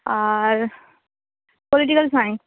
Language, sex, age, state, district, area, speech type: Bengali, female, 18-30, West Bengal, Malda, urban, conversation